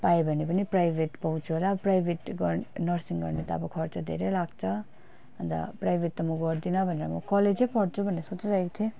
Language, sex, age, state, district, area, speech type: Nepali, female, 18-30, West Bengal, Darjeeling, rural, spontaneous